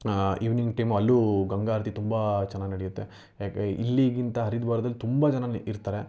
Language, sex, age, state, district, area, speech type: Kannada, male, 18-30, Karnataka, Chitradurga, rural, spontaneous